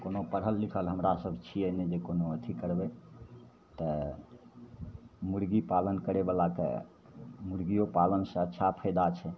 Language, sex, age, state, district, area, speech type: Maithili, male, 60+, Bihar, Madhepura, rural, spontaneous